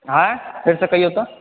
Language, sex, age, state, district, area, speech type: Maithili, male, 30-45, Bihar, Supaul, rural, conversation